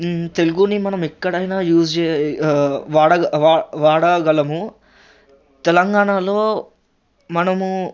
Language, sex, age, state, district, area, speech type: Telugu, male, 18-30, Telangana, Ranga Reddy, urban, spontaneous